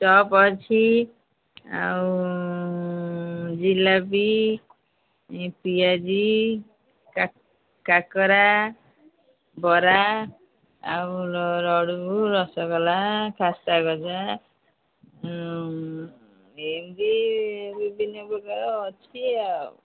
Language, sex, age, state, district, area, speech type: Odia, female, 45-60, Odisha, Angul, rural, conversation